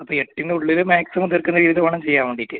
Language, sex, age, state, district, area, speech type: Malayalam, male, 18-30, Kerala, Kasaragod, rural, conversation